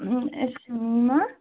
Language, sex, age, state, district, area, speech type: Kashmiri, female, 18-30, Jammu and Kashmir, Ganderbal, rural, conversation